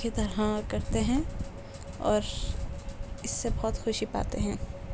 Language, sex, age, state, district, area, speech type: Urdu, male, 18-30, Delhi, Central Delhi, urban, spontaneous